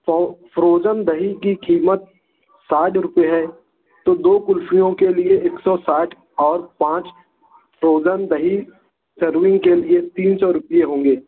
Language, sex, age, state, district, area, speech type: Urdu, male, 30-45, Maharashtra, Nashik, rural, conversation